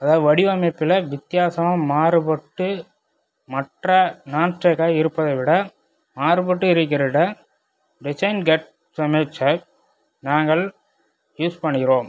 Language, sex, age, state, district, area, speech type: Tamil, male, 30-45, Tamil Nadu, Viluppuram, rural, spontaneous